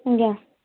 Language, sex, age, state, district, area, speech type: Odia, female, 18-30, Odisha, Kendujhar, urban, conversation